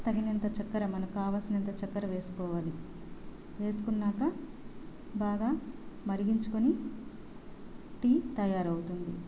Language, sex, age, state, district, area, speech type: Telugu, female, 30-45, Andhra Pradesh, Sri Balaji, rural, spontaneous